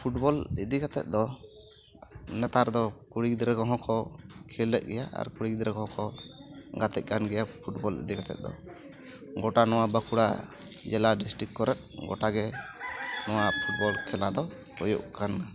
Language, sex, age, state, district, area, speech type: Santali, male, 30-45, West Bengal, Bankura, rural, spontaneous